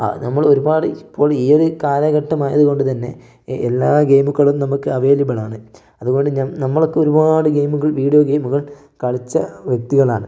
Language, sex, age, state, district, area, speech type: Malayalam, male, 18-30, Kerala, Wayanad, rural, spontaneous